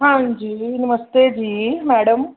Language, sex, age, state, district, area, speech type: Punjabi, female, 30-45, Punjab, Pathankot, rural, conversation